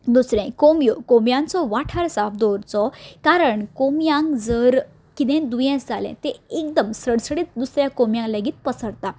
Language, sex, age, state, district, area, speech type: Goan Konkani, female, 30-45, Goa, Ponda, rural, spontaneous